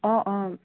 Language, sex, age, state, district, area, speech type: Assamese, female, 30-45, Assam, Charaideo, rural, conversation